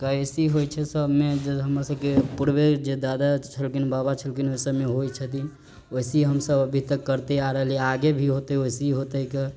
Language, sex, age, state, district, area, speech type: Maithili, male, 18-30, Bihar, Muzaffarpur, rural, spontaneous